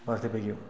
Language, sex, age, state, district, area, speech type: Malayalam, male, 45-60, Kerala, Idukki, rural, spontaneous